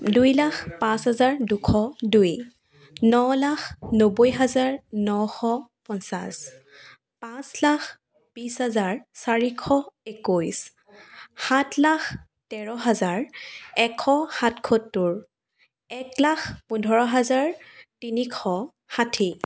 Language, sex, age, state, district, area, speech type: Assamese, female, 18-30, Assam, Charaideo, urban, spontaneous